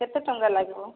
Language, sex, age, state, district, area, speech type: Odia, female, 30-45, Odisha, Boudh, rural, conversation